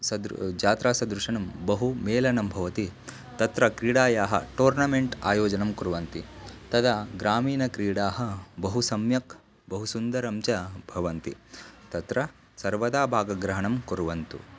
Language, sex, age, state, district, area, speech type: Sanskrit, male, 18-30, Karnataka, Bagalkot, rural, spontaneous